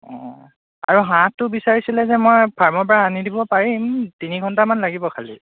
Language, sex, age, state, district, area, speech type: Assamese, male, 18-30, Assam, Golaghat, rural, conversation